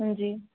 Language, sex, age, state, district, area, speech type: Punjabi, female, 45-60, Punjab, Gurdaspur, urban, conversation